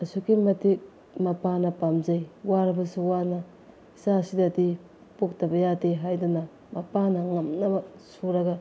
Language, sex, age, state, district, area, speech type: Manipuri, female, 30-45, Manipur, Bishnupur, rural, spontaneous